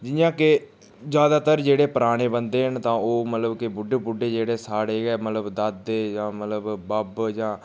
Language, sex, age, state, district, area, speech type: Dogri, male, 30-45, Jammu and Kashmir, Udhampur, rural, spontaneous